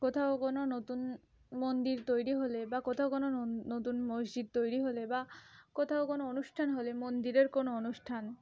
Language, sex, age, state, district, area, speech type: Bengali, female, 18-30, West Bengal, Cooch Behar, urban, spontaneous